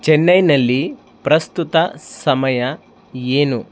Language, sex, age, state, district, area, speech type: Kannada, male, 18-30, Karnataka, Bidar, urban, read